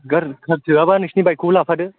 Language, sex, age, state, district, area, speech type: Bodo, male, 18-30, Assam, Chirang, rural, conversation